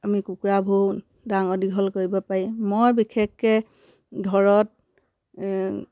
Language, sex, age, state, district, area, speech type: Assamese, female, 30-45, Assam, Sivasagar, rural, spontaneous